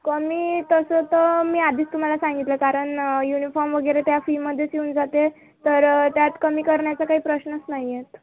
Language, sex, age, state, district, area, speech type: Marathi, female, 18-30, Maharashtra, Nagpur, rural, conversation